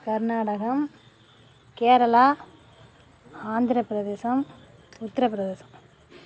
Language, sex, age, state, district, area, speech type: Tamil, female, 45-60, Tamil Nadu, Nagapattinam, rural, spontaneous